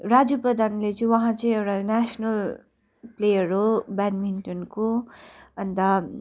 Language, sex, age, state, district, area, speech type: Nepali, female, 18-30, West Bengal, Kalimpong, rural, spontaneous